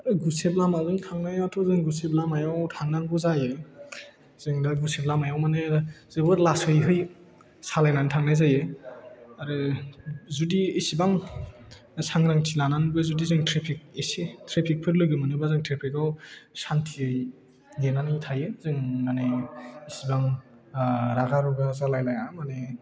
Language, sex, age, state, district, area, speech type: Bodo, male, 18-30, Assam, Udalguri, rural, spontaneous